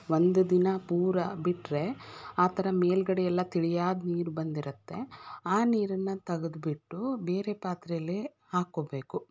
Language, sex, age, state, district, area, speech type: Kannada, female, 30-45, Karnataka, Davanagere, urban, spontaneous